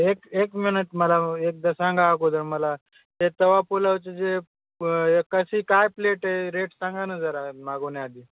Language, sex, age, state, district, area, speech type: Marathi, male, 30-45, Maharashtra, Beed, urban, conversation